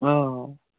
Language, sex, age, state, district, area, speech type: Kashmiri, male, 18-30, Jammu and Kashmir, Srinagar, urban, conversation